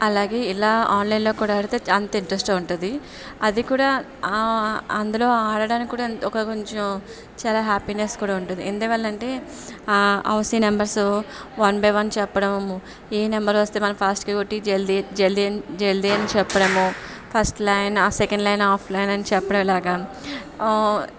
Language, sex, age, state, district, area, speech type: Telugu, female, 30-45, Andhra Pradesh, Anakapalli, urban, spontaneous